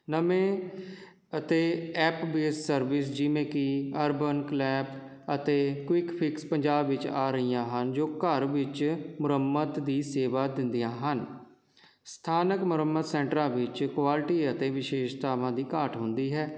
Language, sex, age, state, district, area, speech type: Punjabi, male, 30-45, Punjab, Jalandhar, urban, spontaneous